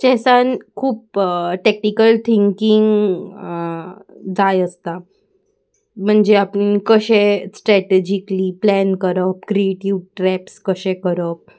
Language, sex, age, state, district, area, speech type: Goan Konkani, female, 18-30, Goa, Salcete, urban, spontaneous